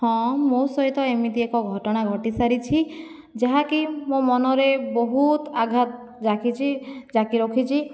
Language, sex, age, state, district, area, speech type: Odia, female, 30-45, Odisha, Jajpur, rural, spontaneous